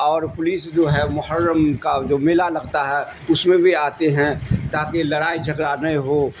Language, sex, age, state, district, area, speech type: Urdu, male, 60+, Bihar, Darbhanga, rural, spontaneous